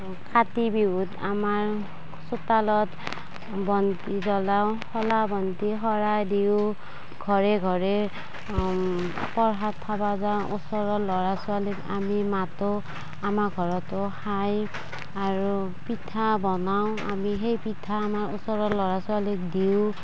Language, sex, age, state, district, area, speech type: Assamese, female, 45-60, Assam, Darrang, rural, spontaneous